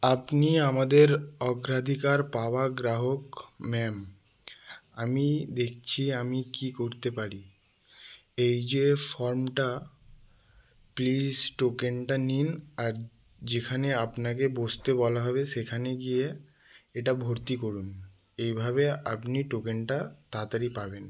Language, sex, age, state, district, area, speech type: Bengali, male, 18-30, West Bengal, South 24 Parganas, rural, read